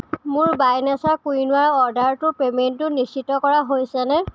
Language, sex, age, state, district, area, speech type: Assamese, female, 18-30, Assam, Lakhimpur, rural, read